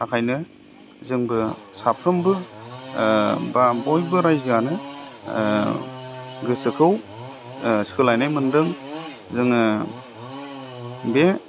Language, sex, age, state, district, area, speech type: Bodo, male, 30-45, Assam, Udalguri, urban, spontaneous